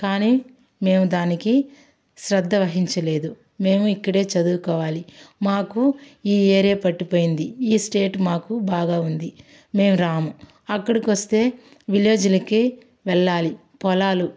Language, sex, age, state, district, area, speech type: Telugu, female, 60+, Andhra Pradesh, Sri Balaji, urban, spontaneous